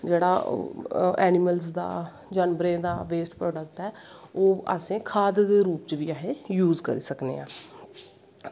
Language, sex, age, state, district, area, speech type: Dogri, female, 30-45, Jammu and Kashmir, Kathua, rural, spontaneous